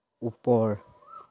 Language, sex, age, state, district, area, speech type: Assamese, male, 18-30, Assam, Charaideo, urban, read